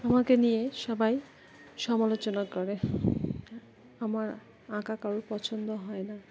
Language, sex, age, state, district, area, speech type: Bengali, female, 18-30, West Bengal, Dakshin Dinajpur, urban, spontaneous